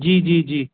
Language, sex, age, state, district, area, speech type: Hindi, male, 18-30, Madhya Pradesh, Gwalior, urban, conversation